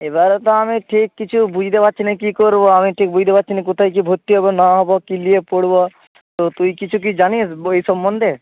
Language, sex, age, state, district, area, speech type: Bengali, male, 18-30, West Bengal, Hooghly, urban, conversation